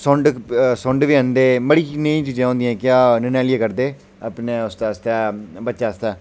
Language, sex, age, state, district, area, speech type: Dogri, male, 30-45, Jammu and Kashmir, Udhampur, urban, spontaneous